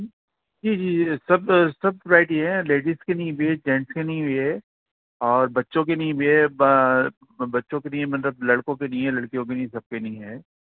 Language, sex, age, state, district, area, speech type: Urdu, male, 45-60, Uttar Pradesh, Rampur, urban, conversation